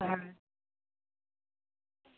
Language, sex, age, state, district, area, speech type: Bengali, female, 30-45, West Bengal, Dakshin Dinajpur, urban, conversation